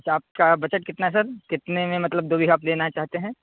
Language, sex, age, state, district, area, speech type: Urdu, male, 18-30, Uttar Pradesh, Saharanpur, urban, conversation